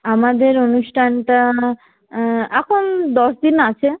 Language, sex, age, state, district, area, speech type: Bengali, female, 18-30, West Bengal, Paschim Medinipur, rural, conversation